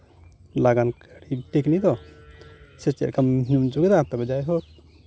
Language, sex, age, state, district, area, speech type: Santali, male, 45-60, West Bengal, Uttar Dinajpur, rural, spontaneous